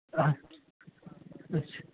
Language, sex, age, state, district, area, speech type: Punjabi, male, 18-30, Punjab, Mohali, rural, conversation